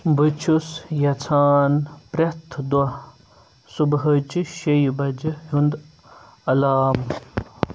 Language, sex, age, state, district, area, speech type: Kashmiri, male, 30-45, Jammu and Kashmir, Srinagar, urban, read